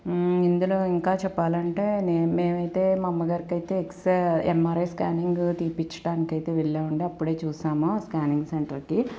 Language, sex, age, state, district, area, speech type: Telugu, female, 45-60, Andhra Pradesh, Guntur, urban, spontaneous